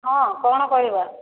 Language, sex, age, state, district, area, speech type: Odia, female, 45-60, Odisha, Boudh, rural, conversation